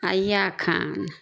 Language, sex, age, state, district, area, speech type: Urdu, female, 60+, Bihar, Darbhanga, rural, spontaneous